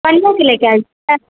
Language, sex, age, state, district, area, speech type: Maithili, female, 18-30, Bihar, Samastipur, urban, conversation